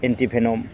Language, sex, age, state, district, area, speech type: Bodo, male, 30-45, Assam, Baksa, rural, spontaneous